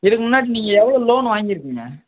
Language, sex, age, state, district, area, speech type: Tamil, male, 18-30, Tamil Nadu, Madurai, urban, conversation